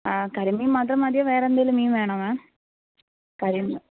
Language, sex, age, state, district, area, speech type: Malayalam, female, 18-30, Kerala, Alappuzha, rural, conversation